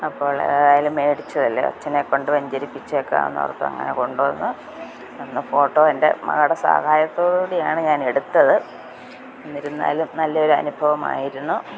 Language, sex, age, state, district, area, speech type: Malayalam, female, 45-60, Kerala, Kottayam, rural, spontaneous